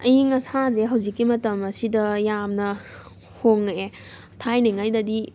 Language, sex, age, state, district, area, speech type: Manipuri, female, 18-30, Manipur, Thoubal, rural, spontaneous